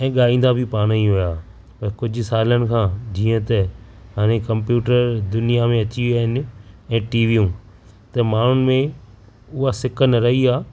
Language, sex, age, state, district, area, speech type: Sindhi, male, 45-60, Maharashtra, Thane, urban, spontaneous